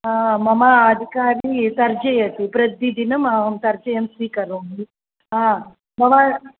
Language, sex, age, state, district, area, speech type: Sanskrit, female, 45-60, Tamil Nadu, Chennai, urban, conversation